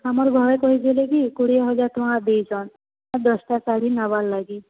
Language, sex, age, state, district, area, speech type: Odia, female, 45-60, Odisha, Boudh, rural, conversation